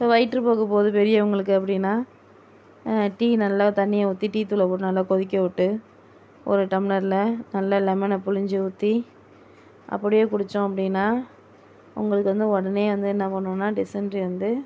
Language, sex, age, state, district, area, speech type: Tamil, female, 60+, Tamil Nadu, Tiruvarur, rural, spontaneous